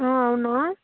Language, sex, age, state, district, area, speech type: Telugu, female, 18-30, Andhra Pradesh, Nellore, rural, conversation